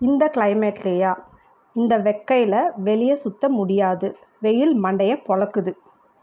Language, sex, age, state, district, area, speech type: Tamil, female, 30-45, Tamil Nadu, Ranipet, urban, read